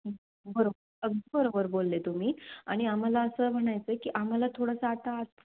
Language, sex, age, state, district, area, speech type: Marathi, female, 18-30, Maharashtra, Nashik, urban, conversation